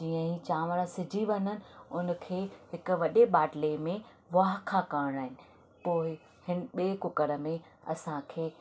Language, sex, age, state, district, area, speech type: Sindhi, female, 30-45, Maharashtra, Thane, urban, spontaneous